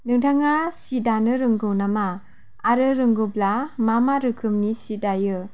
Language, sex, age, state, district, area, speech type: Bodo, female, 45-60, Assam, Chirang, rural, spontaneous